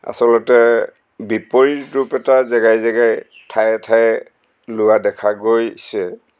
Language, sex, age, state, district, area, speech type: Assamese, male, 60+, Assam, Golaghat, urban, spontaneous